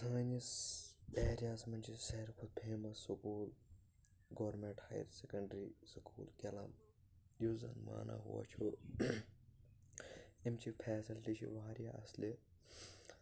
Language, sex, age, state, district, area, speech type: Kashmiri, male, 18-30, Jammu and Kashmir, Kulgam, rural, spontaneous